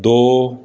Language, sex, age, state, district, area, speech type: Punjabi, male, 18-30, Punjab, Fazilka, rural, read